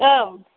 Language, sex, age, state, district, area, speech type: Bodo, female, 30-45, Assam, Chirang, urban, conversation